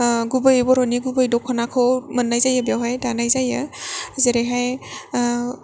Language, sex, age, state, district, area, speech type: Bodo, female, 18-30, Assam, Kokrajhar, rural, spontaneous